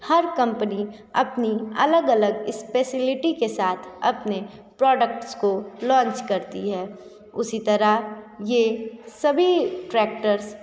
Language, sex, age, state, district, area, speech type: Hindi, female, 18-30, Uttar Pradesh, Sonbhadra, rural, spontaneous